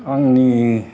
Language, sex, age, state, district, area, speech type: Bodo, male, 60+, Assam, Kokrajhar, urban, spontaneous